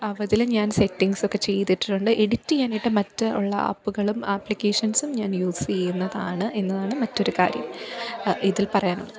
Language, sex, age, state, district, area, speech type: Malayalam, female, 18-30, Kerala, Pathanamthitta, rural, spontaneous